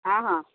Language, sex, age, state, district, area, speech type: Odia, female, 45-60, Odisha, Angul, rural, conversation